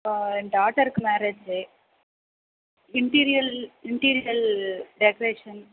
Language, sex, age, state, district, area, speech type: Tamil, female, 45-60, Tamil Nadu, Ranipet, urban, conversation